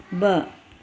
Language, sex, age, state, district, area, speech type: Sindhi, female, 45-60, Gujarat, Surat, urban, read